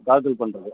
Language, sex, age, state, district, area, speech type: Tamil, male, 60+, Tamil Nadu, Virudhunagar, rural, conversation